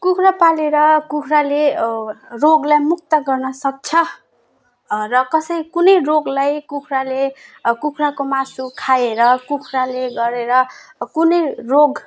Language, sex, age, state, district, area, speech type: Nepali, female, 18-30, West Bengal, Alipurduar, urban, spontaneous